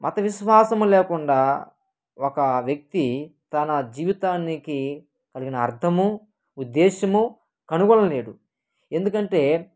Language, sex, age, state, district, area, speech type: Telugu, male, 18-30, Andhra Pradesh, Kadapa, rural, spontaneous